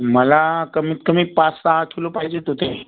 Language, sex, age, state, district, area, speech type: Marathi, other, 18-30, Maharashtra, Buldhana, rural, conversation